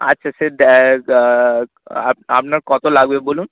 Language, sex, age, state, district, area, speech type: Bengali, male, 18-30, West Bengal, Dakshin Dinajpur, urban, conversation